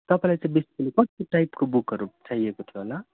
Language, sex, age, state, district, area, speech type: Nepali, male, 18-30, West Bengal, Darjeeling, rural, conversation